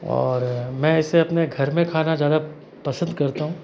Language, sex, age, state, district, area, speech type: Hindi, male, 30-45, Rajasthan, Jodhpur, urban, spontaneous